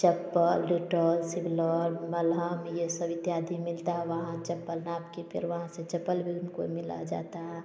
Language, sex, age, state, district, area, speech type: Hindi, female, 30-45, Bihar, Samastipur, rural, spontaneous